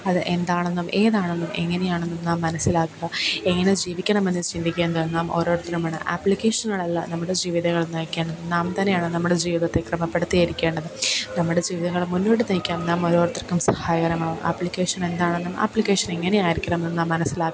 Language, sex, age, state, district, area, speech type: Malayalam, female, 18-30, Kerala, Pathanamthitta, rural, spontaneous